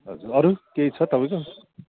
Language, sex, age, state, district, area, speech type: Nepali, male, 30-45, West Bengal, Kalimpong, rural, conversation